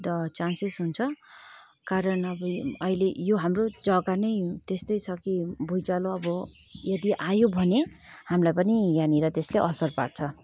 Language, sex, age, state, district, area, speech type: Nepali, female, 18-30, West Bengal, Kalimpong, rural, spontaneous